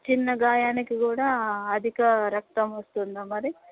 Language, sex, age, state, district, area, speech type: Telugu, female, 30-45, Andhra Pradesh, Visakhapatnam, urban, conversation